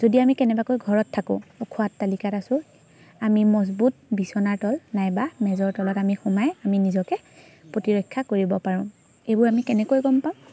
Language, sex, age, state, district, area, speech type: Assamese, female, 18-30, Assam, Majuli, urban, spontaneous